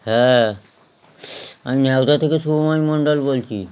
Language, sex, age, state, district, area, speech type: Bengali, male, 30-45, West Bengal, Howrah, urban, spontaneous